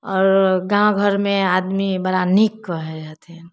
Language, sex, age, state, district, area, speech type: Maithili, female, 30-45, Bihar, Samastipur, rural, spontaneous